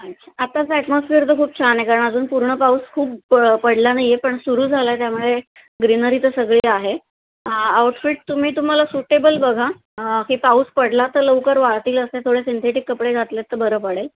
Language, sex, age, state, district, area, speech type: Marathi, female, 45-60, Maharashtra, Thane, rural, conversation